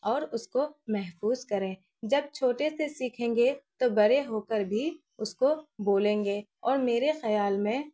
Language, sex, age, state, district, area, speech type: Urdu, female, 18-30, Bihar, Araria, rural, spontaneous